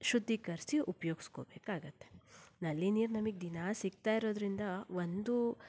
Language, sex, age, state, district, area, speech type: Kannada, female, 30-45, Karnataka, Shimoga, rural, spontaneous